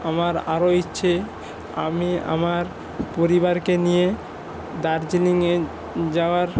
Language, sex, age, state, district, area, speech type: Bengali, male, 18-30, West Bengal, Paschim Medinipur, rural, spontaneous